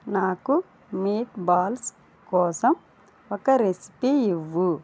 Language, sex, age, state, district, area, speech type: Telugu, female, 60+, Andhra Pradesh, East Godavari, rural, read